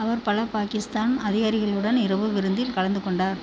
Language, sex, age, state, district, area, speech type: Tamil, female, 45-60, Tamil Nadu, Tiruchirappalli, rural, read